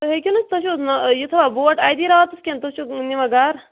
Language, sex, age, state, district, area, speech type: Kashmiri, female, 30-45, Jammu and Kashmir, Bandipora, rural, conversation